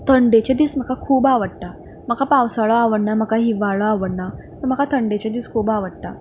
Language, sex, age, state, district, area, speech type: Goan Konkani, female, 18-30, Goa, Canacona, rural, spontaneous